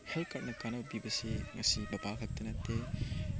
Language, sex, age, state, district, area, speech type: Manipuri, male, 18-30, Manipur, Chandel, rural, spontaneous